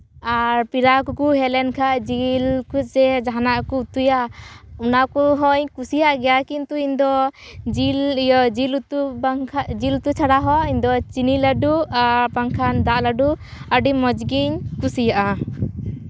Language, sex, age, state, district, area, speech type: Santali, female, 18-30, West Bengal, Purba Bardhaman, rural, spontaneous